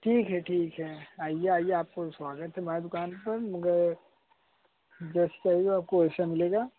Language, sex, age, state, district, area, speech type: Hindi, male, 18-30, Uttar Pradesh, Prayagraj, urban, conversation